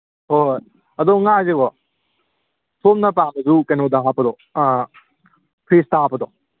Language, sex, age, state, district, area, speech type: Manipuri, male, 18-30, Manipur, Kangpokpi, urban, conversation